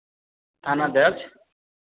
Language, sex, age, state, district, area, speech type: Hindi, male, 30-45, Bihar, Vaishali, urban, conversation